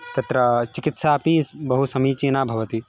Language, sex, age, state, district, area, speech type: Sanskrit, male, 18-30, Gujarat, Surat, urban, spontaneous